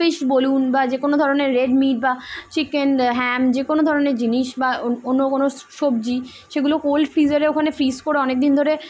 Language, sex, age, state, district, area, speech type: Bengali, female, 18-30, West Bengal, Kolkata, urban, spontaneous